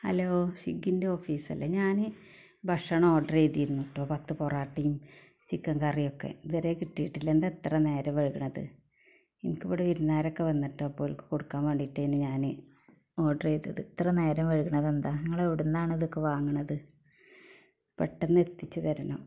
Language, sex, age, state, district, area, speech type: Malayalam, female, 45-60, Kerala, Malappuram, rural, spontaneous